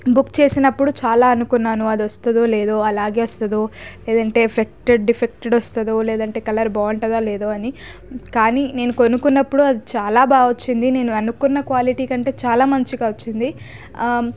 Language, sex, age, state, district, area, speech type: Telugu, female, 18-30, Telangana, Hyderabad, urban, spontaneous